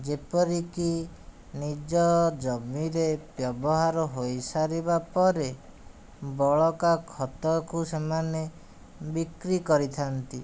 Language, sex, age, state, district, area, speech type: Odia, male, 60+, Odisha, Khordha, rural, spontaneous